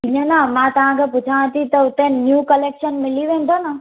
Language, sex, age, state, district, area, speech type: Sindhi, female, 18-30, Gujarat, Surat, urban, conversation